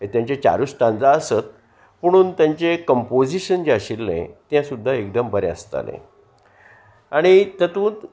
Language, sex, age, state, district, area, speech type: Goan Konkani, male, 60+, Goa, Salcete, rural, spontaneous